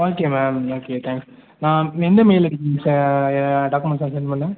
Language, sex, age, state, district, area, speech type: Tamil, male, 30-45, Tamil Nadu, Sivaganga, rural, conversation